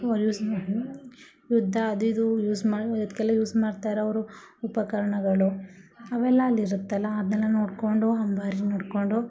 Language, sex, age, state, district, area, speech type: Kannada, female, 45-60, Karnataka, Mysore, rural, spontaneous